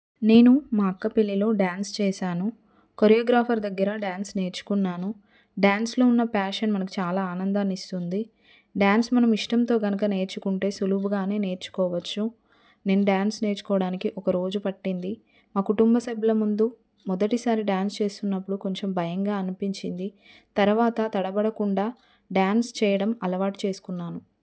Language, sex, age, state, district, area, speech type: Telugu, female, 30-45, Telangana, Adilabad, rural, spontaneous